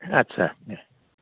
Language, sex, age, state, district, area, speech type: Bodo, male, 60+, Assam, Udalguri, rural, conversation